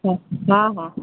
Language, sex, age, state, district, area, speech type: Odia, female, 45-60, Odisha, Balangir, urban, conversation